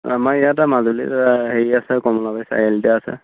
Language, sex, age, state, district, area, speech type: Assamese, male, 30-45, Assam, Majuli, urban, conversation